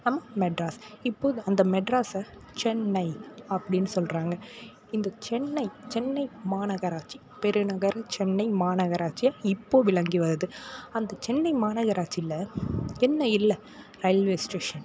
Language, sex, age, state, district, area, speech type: Tamil, female, 18-30, Tamil Nadu, Mayiladuthurai, rural, spontaneous